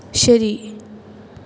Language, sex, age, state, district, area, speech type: Malayalam, female, 18-30, Kerala, Thrissur, rural, read